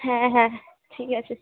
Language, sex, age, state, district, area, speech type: Bengali, female, 18-30, West Bengal, Dakshin Dinajpur, urban, conversation